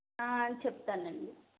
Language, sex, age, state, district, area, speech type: Telugu, female, 30-45, Andhra Pradesh, Eluru, rural, conversation